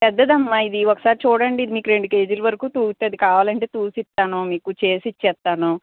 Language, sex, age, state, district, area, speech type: Telugu, female, 30-45, Andhra Pradesh, Palnadu, urban, conversation